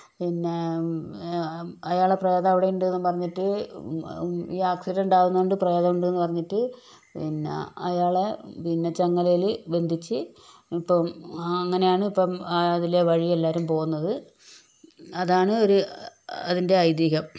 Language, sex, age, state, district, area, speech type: Malayalam, female, 60+, Kerala, Wayanad, rural, spontaneous